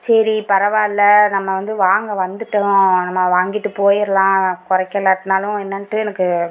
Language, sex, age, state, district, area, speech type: Tamil, female, 30-45, Tamil Nadu, Pudukkottai, rural, spontaneous